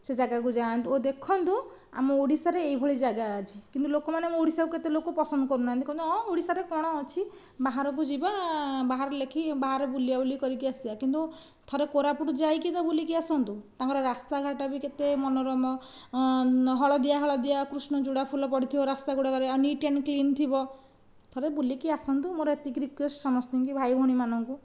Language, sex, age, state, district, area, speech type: Odia, female, 45-60, Odisha, Nayagarh, rural, spontaneous